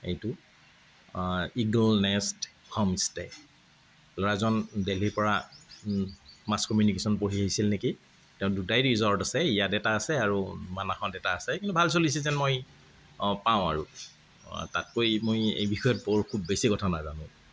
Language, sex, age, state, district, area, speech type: Assamese, male, 45-60, Assam, Kamrup Metropolitan, urban, spontaneous